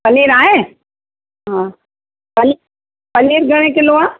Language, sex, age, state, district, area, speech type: Sindhi, female, 45-60, Delhi, South Delhi, urban, conversation